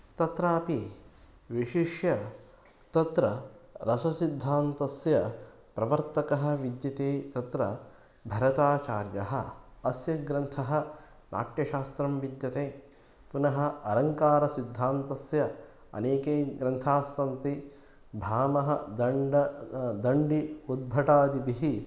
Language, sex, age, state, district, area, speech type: Sanskrit, male, 30-45, Karnataka, Kolar, rural, spontaneous